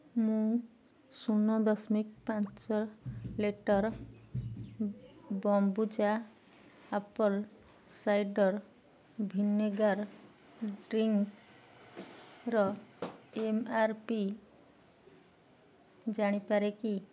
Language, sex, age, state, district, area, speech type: Odia, female, 30-45, Odisha, Jagatsinghpur, urban, read